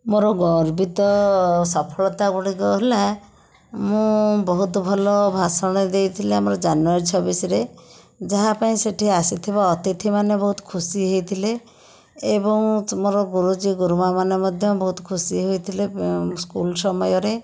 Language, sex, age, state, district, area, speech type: Odia, female, 60+, Odisha, Khordha, rural, spontaneous